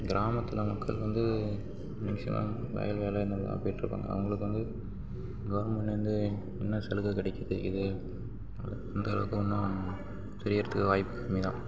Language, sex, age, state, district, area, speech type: Tamil, male, 45-60, Tamil Nadu, Tiruvarur, urban, spontaneous